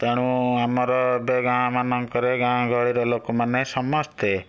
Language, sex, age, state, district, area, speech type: Odia, male, 60+, Odisha, Bhadrak, rural, spontaneous